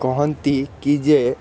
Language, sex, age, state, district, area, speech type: Odia, male, 18-30, Odisha, Cuttack, urban, spontaneous